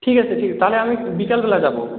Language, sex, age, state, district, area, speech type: Bengali, male, 18-30, West Bengal, Jalpaiguri, rural, conversation